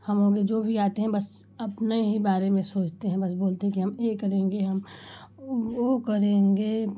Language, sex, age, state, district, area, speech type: Hindi, female, 30-45, Uttar Pradesh, Chandauli, rural, spontaneous